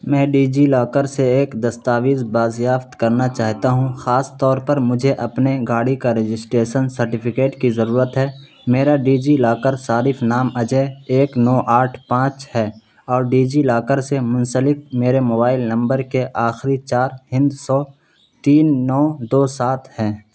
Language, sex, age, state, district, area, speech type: Urdu, male, 18-30, Bihar, Khagaria, rural, read